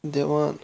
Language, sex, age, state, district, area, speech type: Kashmiri, male, 30-45, Jammu and Kashmir, Bandipora, rural, spontaneous